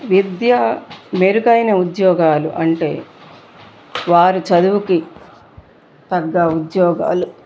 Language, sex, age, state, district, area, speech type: Telugu, female, 45-60, Andhra Pradesh, Bapatla, urban, spontaneous